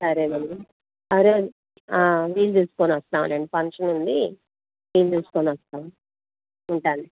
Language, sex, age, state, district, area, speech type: Telugu, female, 60+, Andhra Pradesh, Guntur, urban, conversation